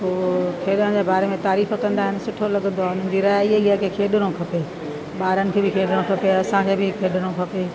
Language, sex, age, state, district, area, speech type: Sindhi, female, 60+, Delhi, South Delhi, rural, spontaneous